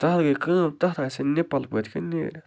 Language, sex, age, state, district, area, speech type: Kashmiri, male, 30-45, Jammu and Kashmir, Baramulla, rural, spontaneous